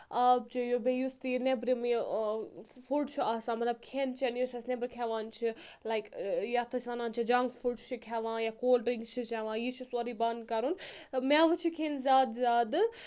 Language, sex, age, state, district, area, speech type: Kashmiri, female, 18-30, Jammu and Kashmir, Budgam, rural, spontaneous